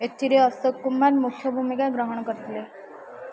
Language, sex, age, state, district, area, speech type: Odia, female, 18-30, Odisha, Ganjam, urban, read